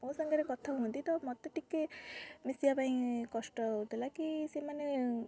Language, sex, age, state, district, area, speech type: Odia, female, 18-30, Odisha, Kendrapara, urban, spontaneous